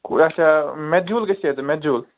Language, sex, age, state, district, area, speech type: Kashmiri, male, 45-60, Jammu and Kashmir, Srinagar, urban, conversation